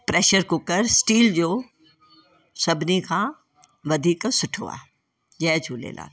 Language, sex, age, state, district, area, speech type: Sindhi, female, 60+, Delhi, South Delhi, urban, spontaneous